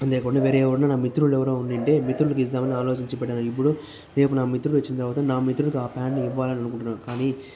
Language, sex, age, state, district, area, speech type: Telugu, male, 30-45, Andhra Pradesh, Chittoor, rural, spontaneous